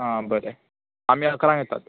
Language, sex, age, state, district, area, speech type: Goan Konkani, male, 18-30, Goa, Murmgao, urban, conversation